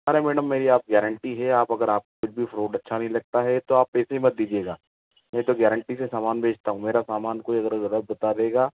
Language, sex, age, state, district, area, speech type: Hindi, male, 30-45, Madhya Pradesh, Ujjain, urban, conversation